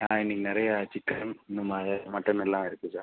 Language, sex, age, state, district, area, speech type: Tamil, male, 18-30, Tamil Nadu, Pudukkottai, rural, conversation